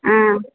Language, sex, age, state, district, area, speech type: Tamil, female, 18-30, Tamil Nadu, Tiruvarur, rural, conversation